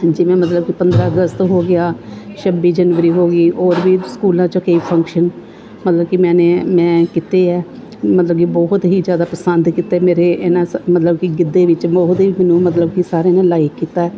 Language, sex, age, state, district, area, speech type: Punjabi, female, 45-60, Punjab, Gurdaspur, urban, spontaneous